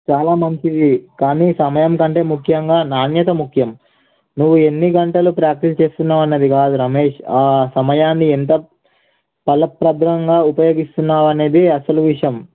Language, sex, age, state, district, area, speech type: Telugu, male, 18-30, Telangana, Nizamabad, urban, conversation